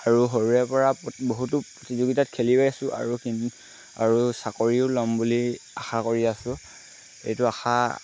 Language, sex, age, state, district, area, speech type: Assamese, male, 18-30, Assam, Lakhimpur, rural, spontaneous